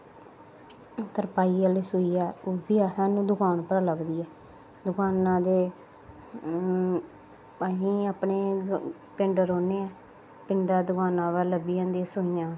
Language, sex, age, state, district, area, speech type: Dogri, female, 30-45, Jammu and Kashmir, Samba, rural, spontaneous